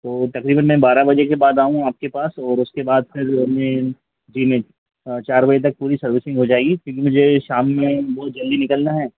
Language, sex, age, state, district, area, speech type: Hindi, male, 45-60, Madhya Pradesh, Hoshangabad, rural, conversation